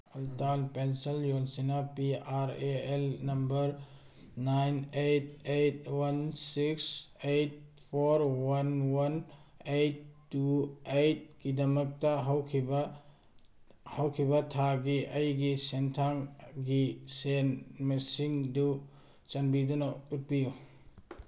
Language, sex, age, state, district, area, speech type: Manipuri, male, 18-30, Manipur, Tengnoupal, rural, read